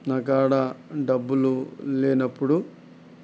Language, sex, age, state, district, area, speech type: Telugu, male, 45-60, Andhra Pradesh, Nellore, rural, spontaneous